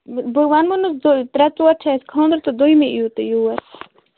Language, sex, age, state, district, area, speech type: Kashmiri, female, 45-60, Jammu and Kashmir, Kupwara, urban, conversation